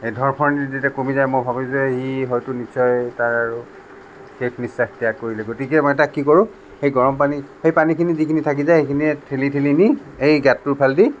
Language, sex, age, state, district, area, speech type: Assamese, male, 45-60, Assam, Sonitpur, rural, spontaneous